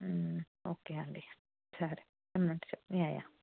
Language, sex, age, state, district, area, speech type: Telugu, female, 45-60, Andhra Pradesh, N T Rama Rao, rural, conversation